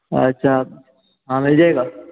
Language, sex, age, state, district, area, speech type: Hindi, male, 18-30, Rajasthan, Jodhpur, urban, conversation